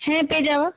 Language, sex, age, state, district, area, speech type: Bengali, female, 18-30, West Bengal, Malda, urban, conversation